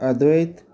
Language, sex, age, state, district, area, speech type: Marathi, male, 45-60, Maharashtra, Osmanabad, rural, spontaneous